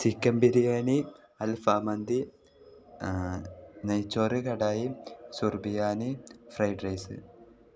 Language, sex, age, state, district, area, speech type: Malayalam, male, 18-30, Kerala, Kozhikode, rural, spontaneous